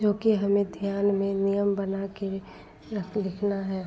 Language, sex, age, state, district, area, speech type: Hindi, female, 18-30, Bihar, Madhepura, rural, spontaneous